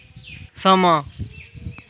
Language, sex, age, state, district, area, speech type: Dogri, male, 18-30, Jammu and Kashmir, Kathua, rural, read